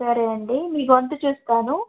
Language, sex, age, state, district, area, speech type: Telugu, female, 30-45, Telangana, Khammam, urban, conversation